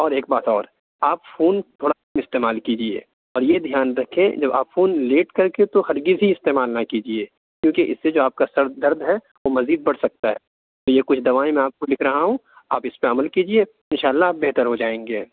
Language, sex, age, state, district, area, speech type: Urdu, male, 45-60, Uttar Pradesh, Aligarh, urban, conversation